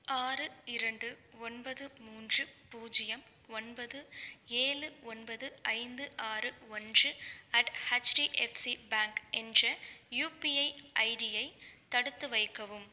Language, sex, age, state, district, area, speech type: Tamil, female, 45-60, Tamil Nadu, Pudukkottai, rural, read